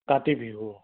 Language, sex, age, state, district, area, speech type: Assamese, male, 45-60, Assam, Charaideo, rural, conversation